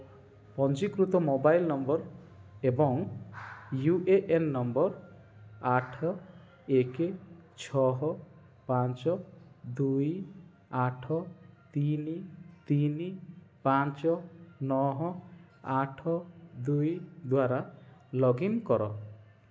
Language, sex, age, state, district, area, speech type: Odia, male, 30-45, Odisha, Rayagada, rural, read